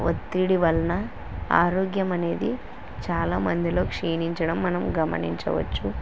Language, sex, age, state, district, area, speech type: Telugu, female, 18-30, Andhra Pradesh, Kurnool, rural, spontaneous